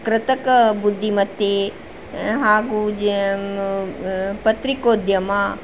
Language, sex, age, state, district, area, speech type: Kannada, female, 45-60, Karnataka, Shimoga, rural, spontaneous